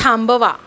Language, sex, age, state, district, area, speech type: Marathi, female, 30-45, Maharashtra, Mumbai Suburban, urban, read